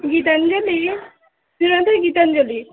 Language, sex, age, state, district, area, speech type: Bengali, female, 18-30, West Bengal, Dakshin Dinajpur, urban, conversation